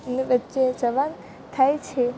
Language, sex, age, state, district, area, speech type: Gujarati, female, 18-30, Gujarat, Valsad, rural, spontaneous